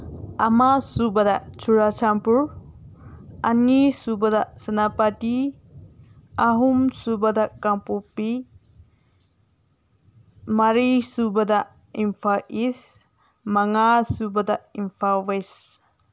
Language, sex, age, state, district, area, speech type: Manipuri, female, 30-45, Manipur, Senapati, rural, spontaneous